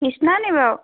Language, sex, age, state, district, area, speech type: Assamese, female, 30-45, Assam, Lakhimpur, rural, conversation